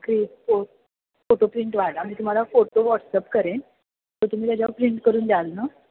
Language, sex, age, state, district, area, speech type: Marathi, female, 18-30, Maharashtra, Kolhapur, urban, conversation